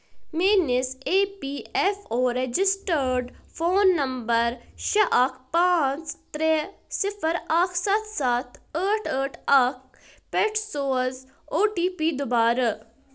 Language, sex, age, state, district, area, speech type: Kashmiri, female, 18-30, Jammu and Kashmir, Budgam, rural, read